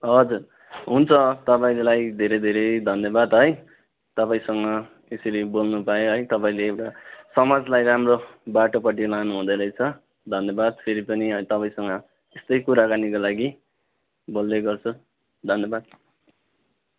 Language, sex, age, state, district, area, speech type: Nepali, male, 18-30, West Bengal, Darjeeling, rural, conversation